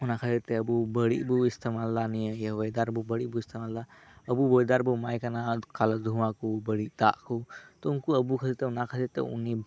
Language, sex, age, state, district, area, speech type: Santali, male, 18-30, West Bengal, Birbhum, rural, spontaneous